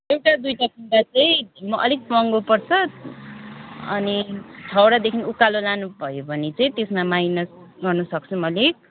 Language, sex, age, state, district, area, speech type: Nepali, female, 30-45, West Bengal, Kalimpong, rural, conversation